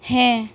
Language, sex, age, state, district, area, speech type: Santali, female, 18-30, West Bengal, Birbhum, rural, read